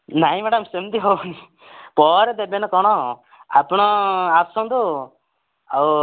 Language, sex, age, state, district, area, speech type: Odia, male, 60+, Odisha, Kandhamal, rural, conversation